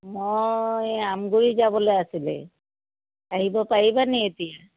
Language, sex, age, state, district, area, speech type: Assamese, female, 60+, Assam, Charaideo, urban, conversation